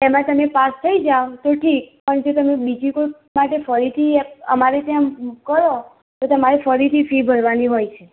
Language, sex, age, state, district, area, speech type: Gujarati, female, 18-30, Gujarat, Mehsana, rural, conversation